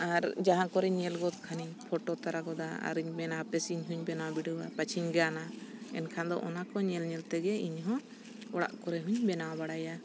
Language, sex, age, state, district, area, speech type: Santali, female, 30-45, Jharkhand, Bokaro, rural, spontaneous